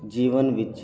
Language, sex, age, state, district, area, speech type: Punjabi, male, 18-30, Punjab, Muktsar, rural, spontaneous